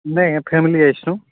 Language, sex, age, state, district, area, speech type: Odia, male, 30-45, Odisha, Kalahandi, rural, conversation